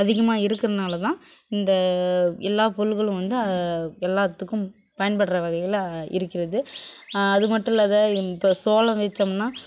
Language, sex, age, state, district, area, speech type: Tamil, female, 18-30, Tamil Nadu, Kallakurichi, urban, spontaneous